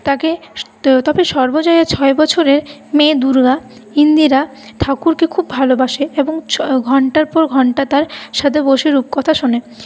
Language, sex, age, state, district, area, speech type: Bengali, female, 30-45, West Bengal, Paschim Bardhaman, urban, spontaneous